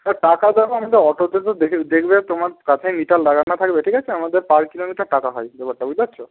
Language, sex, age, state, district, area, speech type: Bengali, male, 18-30, West Bengal, Bankura, urban, conversation